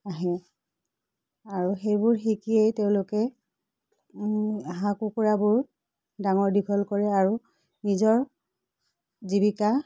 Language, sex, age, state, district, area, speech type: Assamese, female, 45-60, Assam, Biswanath, rural, spontaneous